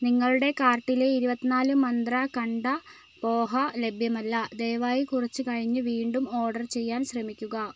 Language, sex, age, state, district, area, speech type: Malayalam, female, 18-30, Kerala, Kozhikode, urban, read